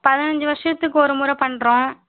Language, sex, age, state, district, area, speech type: Tamil, female, 18-30, Tamil Nadu, Vellore, urban, conversation